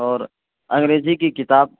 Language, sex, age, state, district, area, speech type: Urdu, male, 18-30, Bihar, Purnia, rural, conversation